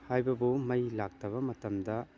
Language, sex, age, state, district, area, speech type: Manipuri, male, 30-45, Manipur, Kakching, rural, spontaneous